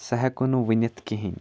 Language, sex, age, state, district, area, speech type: Kashmiri, male, 18-30, Jammu and Kashmir, Kupwara, rural, spontaneous